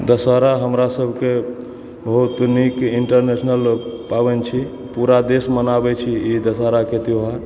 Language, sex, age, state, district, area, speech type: Maithili, male, 30-45, Bihar, Supaul, rural, spontaneous